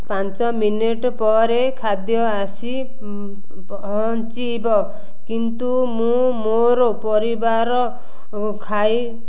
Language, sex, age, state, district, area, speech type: Odia, female, 30-45, Odisha, Ganjam, urban, spontaneous